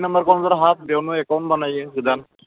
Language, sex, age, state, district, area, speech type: Bodo, male, 18-30, Assam, Udalguri, rural, conversation